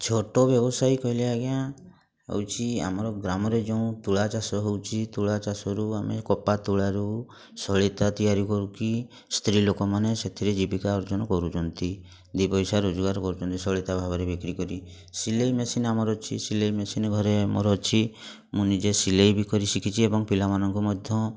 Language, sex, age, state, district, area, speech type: Odia, male, 45-60, Odisha, Mayurbhanj, rural, spontaneous